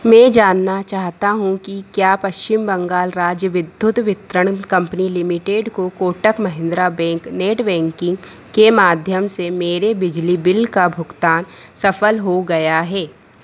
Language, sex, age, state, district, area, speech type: Hindi, female, 30-45, Madhya Pradesh, Harda, urban, read